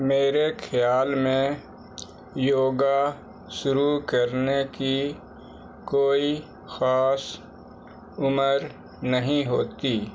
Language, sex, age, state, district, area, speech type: Urdu, male, 45-60, Bihar, Gaya, rural, spontaneous